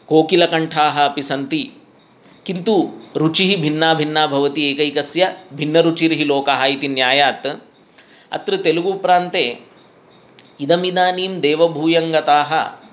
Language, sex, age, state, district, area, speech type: Sanskrit, male, 30-45, Telangana, Hyderabad, urban, spontaneous